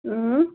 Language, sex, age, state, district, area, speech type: Kashmiri, female, 18-30, Jammu and Kashmir, Baramulla, rural, conversation